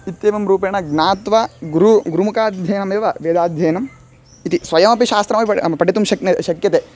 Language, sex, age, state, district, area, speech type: Sanskrit, male, 18-30, Karnataka, Chitradurga, rural, spontaneous